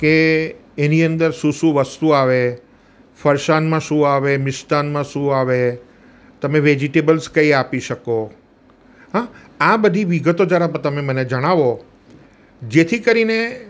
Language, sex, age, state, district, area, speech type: Gujarati, male, 60+, Gujarat, Surat, urban, spontaneous